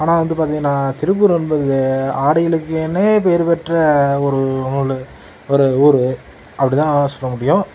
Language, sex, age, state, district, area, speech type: Tamil, male, 30-45, Tamil Nadu, Tiruppur, rural, spontaneous